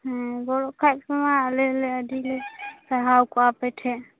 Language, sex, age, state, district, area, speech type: Santali, female, 18-30, West Bengal, Purba Bardhaman, rural, conversation